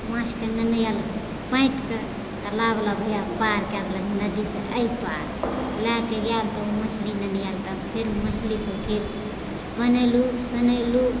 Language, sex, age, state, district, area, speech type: Maithili, female, 30-45, Bihar, Supaul, rural, spontaneous